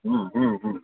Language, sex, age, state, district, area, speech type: Odia, male, 45-60, Odisha, Sambalpur, rural, conversation